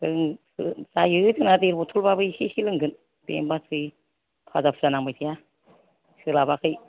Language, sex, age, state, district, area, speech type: Bodo, female, 60+, Assam, Kokrajhar, rural, conversation